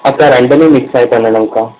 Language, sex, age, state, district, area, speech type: Tamil, male, 18-30, Tamil Nadu, Erode, rural, conversation